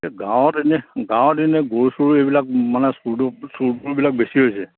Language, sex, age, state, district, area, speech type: Assamese, male, 45-60, Assam, Lakhimpur, rural, conversation